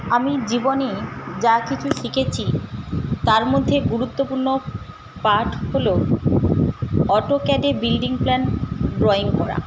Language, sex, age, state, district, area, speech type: Bengali, female, 45-60, West Bengal, Paschim Medinipur, rural, spontaneous